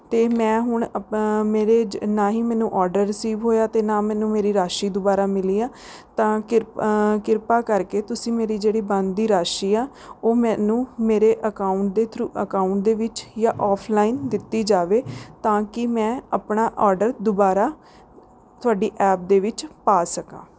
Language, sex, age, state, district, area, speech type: Punjabi, female, 30-45, Punjab, Rupnagar, urban, spontaneous